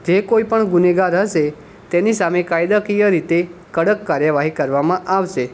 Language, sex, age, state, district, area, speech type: Gujarati, male, 18-30, Gujarat, Ahmedabad, urban, spontaneous